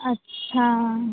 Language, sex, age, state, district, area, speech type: Urdu, female, 30-45, Uttar Pradesh, Aligarh, rural, conversation